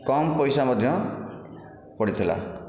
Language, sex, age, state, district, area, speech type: Odia, male, 60+, Odisha, Khordha, rural, spontaneous